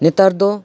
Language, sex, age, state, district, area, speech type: Santali, male, 30-45, West Bengal, Paschim Bardhaman, urban, spontaneous